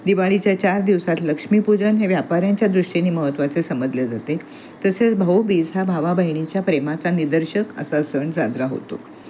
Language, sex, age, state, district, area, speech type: Marathi, female, 60+, Maharashtra, Thane, urban, spontaneous